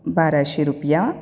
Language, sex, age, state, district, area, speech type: Goan Konkani, female, 30-45, Goa, Bardez, rural, spontaneous